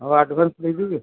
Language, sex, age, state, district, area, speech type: Odia, male, 60+, Odisha, Cuttack, urban, conversation